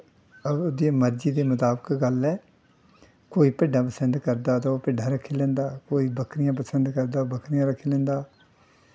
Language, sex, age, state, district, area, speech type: Dogri, male, 60+, Jammu and Kashmir, Udhampur, rural, spontaneous